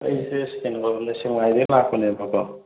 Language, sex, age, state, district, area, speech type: Manipuri, male, 18-30, Manipur, Imphal West, urban, conversation